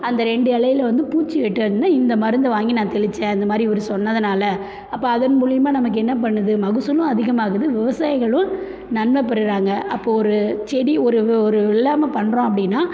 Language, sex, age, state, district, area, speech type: Tamil, female, 30-45, Tamil Nadu, Perambalur, rural, spontaneous